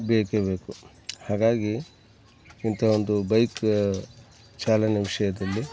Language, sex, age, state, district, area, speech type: Kannada, male, 45-60, Karnataka, Koppal, rural, spontaneous